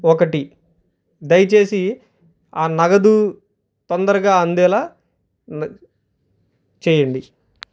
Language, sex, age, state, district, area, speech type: Telugu, male, 30-45, Andhra Pradesh, Guntur, urban, spontaneous